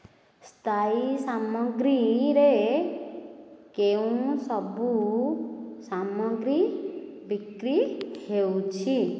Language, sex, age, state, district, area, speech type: Odia, female, 45-60, Odisha, Nayagarh, rural, read